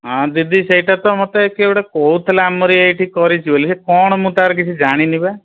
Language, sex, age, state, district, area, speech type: Odia, male, 60+, Odisha, Bhadrak, rural, conversation